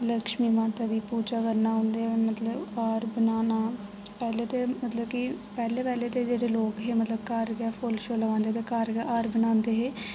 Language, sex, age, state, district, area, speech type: Dogri, female, 18-30, Jammu and Kashmir, Jammu, rural, spontaneous